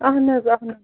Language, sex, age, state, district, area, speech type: Kashmiri, female, 30-45, Jammu and Kashmir, Srinagar, urban, conversation